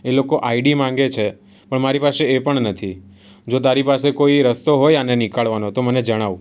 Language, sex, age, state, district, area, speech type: Gujarati, male, 18-30, Gujarat, Surat, urban, spontaneous